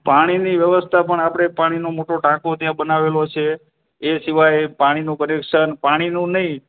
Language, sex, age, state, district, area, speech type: Gujarati, male, 18-30, Gujarat, Morbi, rural, conversation